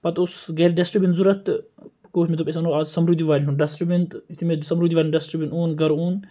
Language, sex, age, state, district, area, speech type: Kashmiri, male, 18-30, Jammu and Kashmir, Kupwara, rural, spontaneous